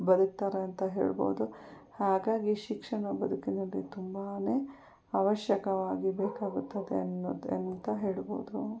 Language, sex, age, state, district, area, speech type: Kannada, female, 60+, Karnataka, Kolar, rural, spontaneous